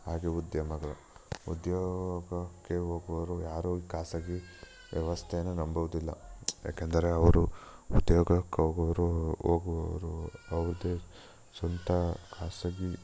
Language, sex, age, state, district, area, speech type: Kannada, male, 18-30, Karnataka, Chikkamagaluru, rural, spontaneous